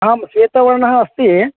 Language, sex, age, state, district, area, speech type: Sanskrit, male, 30-45, Karnataka, Vijayapura, urban, conversation